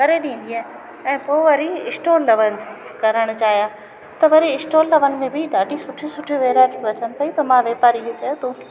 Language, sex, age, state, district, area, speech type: Sindhi, female, 45-60, Gujarat, Junagadh, urban, spontaneous